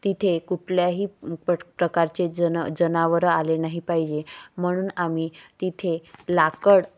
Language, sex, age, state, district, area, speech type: Marathi, female, 30-45, Maharashtra, Wardha, rural, spontaneous